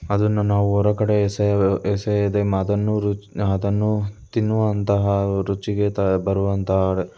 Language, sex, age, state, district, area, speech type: Kannada, male, 18-30, Karnataka, Tumkur, urban, spontaneous